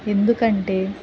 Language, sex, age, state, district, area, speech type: Telugu, female, 30-45, Andhra Pradesh, Guntur, rural, spontaneous